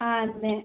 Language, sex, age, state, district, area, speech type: Malayalam, female, 45-60, Kerala, Kozhikode, urban, conversation